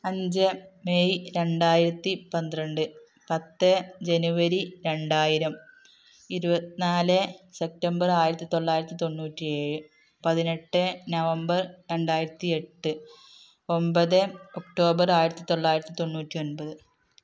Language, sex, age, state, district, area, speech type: Malayalam, female, 30-45, Kerala, Malappuram, rural, spontaneous